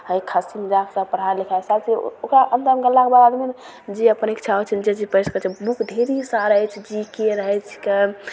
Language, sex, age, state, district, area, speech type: Maithili, female, 18-30, Bihar, Begusarai, rural, spontaneous